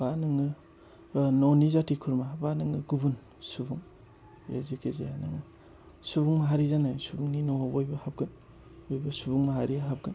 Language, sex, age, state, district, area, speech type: Bodo, male, 30-45, Assam, Chirang, rural, spontaneous